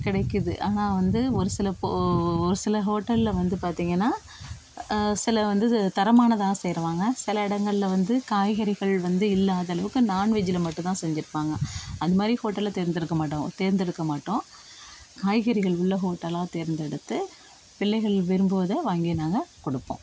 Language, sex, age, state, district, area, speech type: Tamil, female, 45-60, Tamil Nadu, Thanjavur, rural, spontaneous